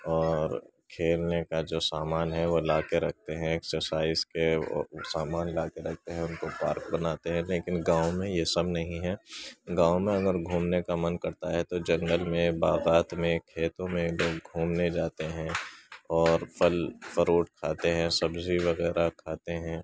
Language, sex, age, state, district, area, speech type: Urdu, male, 18-30, Uttar Pradesh, Gautam Buddha Nagar, urban, spontaneous